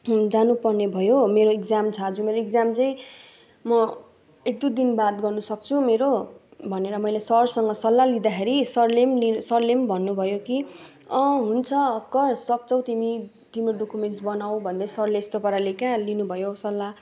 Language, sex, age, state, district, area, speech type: Nepali, female, 45-60, West Bengal, Darjeeling, rural, spontaneous